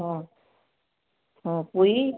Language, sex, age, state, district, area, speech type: Odia, female, 60+, Odisha, Balasore, rural, conversation